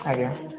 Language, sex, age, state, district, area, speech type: Odia, male, 18-30, Odisha, Puri, urban, conversation